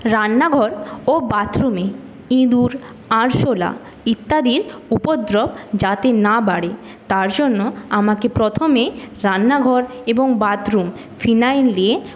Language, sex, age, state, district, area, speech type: Bengali, female, 18-30, West Bengal, Paschim Medinipur, rural, spontaneous